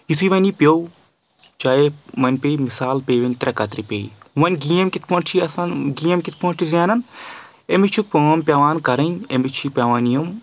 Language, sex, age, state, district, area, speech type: Kashmiri, male, 18-30, Jammu and Kashmir, Kulgam, rural, spontaneous